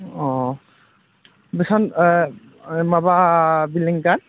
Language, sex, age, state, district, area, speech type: Bodo, male, 18-30, Assam, Udalguri, urban, conversation